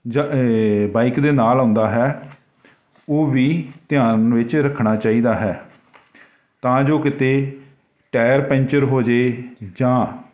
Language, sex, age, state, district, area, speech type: Punjabi, male, 45-60, Punjab, Jalandhar, urban, spontaneous